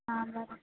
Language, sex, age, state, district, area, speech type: Marathi, female, 18-30, Maharashtra, Ratnagiri, rural, conversation